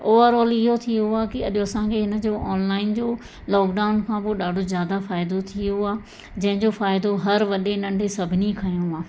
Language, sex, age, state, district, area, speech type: Sindhi, female, 45-60, Madhya Pradesh, Katni, urban, spontaneous